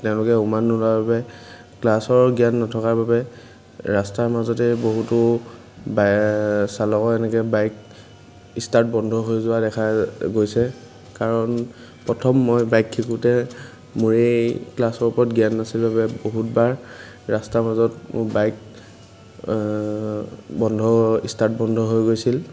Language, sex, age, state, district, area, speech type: Assamese, male, 18-30, Assam, Jorhat, urban, spontaneous